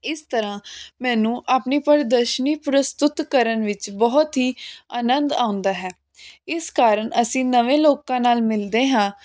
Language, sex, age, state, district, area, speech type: Punjabi, female, 18-30, Punjab, Jalandhar, urban, spontaneous